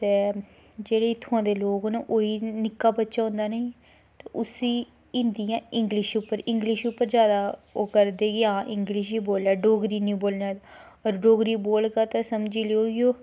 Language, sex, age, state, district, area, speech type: Dogri, female, 18-30, Jammu and Kashmir, Kathua, rural, spontaneous